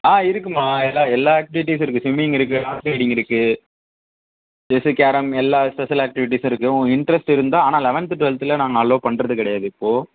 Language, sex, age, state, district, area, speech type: Tamil, male, 18-30, Tamil Nadu, Mayiladuthurai, urban, conversation